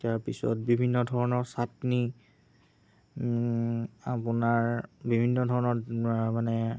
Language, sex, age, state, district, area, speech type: Assamese, female, 18-30, Assam, Nagaon, rural, spontaneous